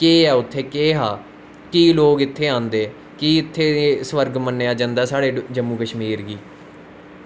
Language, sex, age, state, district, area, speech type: Dogri, male, 18-30, Jammu and Kashmir, Udhampur, urban, spontaneous